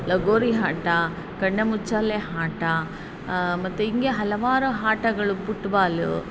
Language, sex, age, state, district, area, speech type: Kannada, female, 45-60, Karnataka, Ramanagara, rural, spontaneous